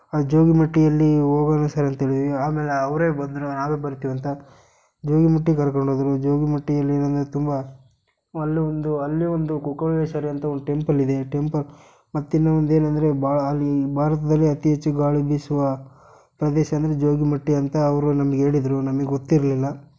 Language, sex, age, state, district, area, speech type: Kannada, male, 18-30, Karnataka, Chitradurga, rural, spontaneous